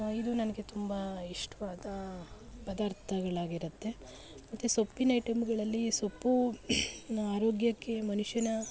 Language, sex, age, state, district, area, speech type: Kannada, female, 30-45, Karnataka, Mandya, urban, spontaneous